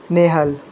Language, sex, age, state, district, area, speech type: Hindi, male, 18-30, Uttar Pradesh, Sonbhadra, rural, spontaneous